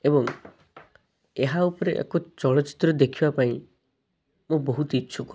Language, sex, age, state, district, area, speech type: Odia, male, 18-30, Odisha, Balasore, rural, spontaneous